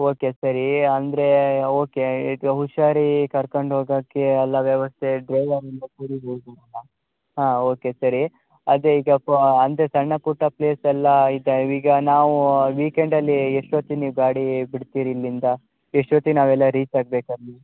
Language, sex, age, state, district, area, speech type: Kannada, male, 18-30, Karnataka, Shimoga, rural, conversation